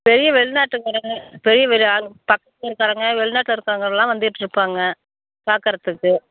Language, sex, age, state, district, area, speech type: Tamil, female, 60+, Tamil Nadu, Ariyalur, rural, conversation